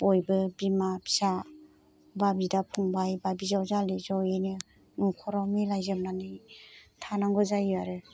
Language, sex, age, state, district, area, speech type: Bodo, female, 60+, Assam, Kokrajhar, urban, spontaneous